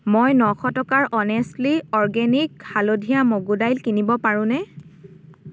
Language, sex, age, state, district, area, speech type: Assamese, female, 30-45, Assam, Dibrugarh, rural, read